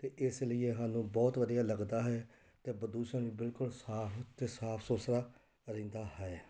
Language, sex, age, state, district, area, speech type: Punjabi, male, 30-45, Punjab, Tarn Taran, rural, spontaneous